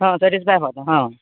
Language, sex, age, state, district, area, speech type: Odia, male, 45-60, Odisha, Nuapada, urban, conversation